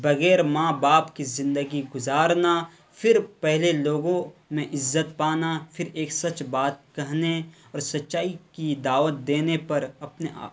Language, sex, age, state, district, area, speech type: Urdu, male, 18-30, Bihar, Purnia, rural, spontaneous